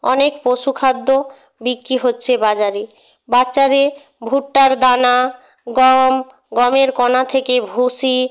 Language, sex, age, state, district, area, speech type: Bengali, female, 18-30, West Bengal, Purba Medinipur, rural, spontaneous